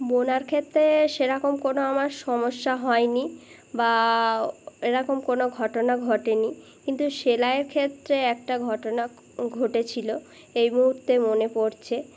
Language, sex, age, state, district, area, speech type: Bengali, female, 18-30, West Bengal, Birbhum, urban, spontaneous